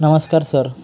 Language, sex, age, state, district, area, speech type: Marathi, male, 18-30, Maharashtra, Nashik, urban, spontaneous